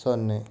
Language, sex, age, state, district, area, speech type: Kannada, male, 18-30, Karnataka, Tumkur, urban, read